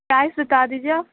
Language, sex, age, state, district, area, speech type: Urdu, female, 30-45, Uttar Pradesh, Lucknow, rural, conversation